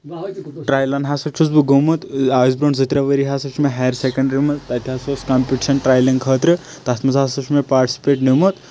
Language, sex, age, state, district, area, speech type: Kashmiri, male, 30-45, Jammu and Kashmir, Anantnag, rural, spontaneous